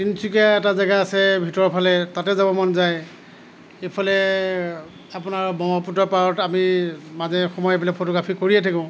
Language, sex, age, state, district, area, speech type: Assamese, male, 30-45, Assam, Kamrup Metropolitan, urban, spontaneous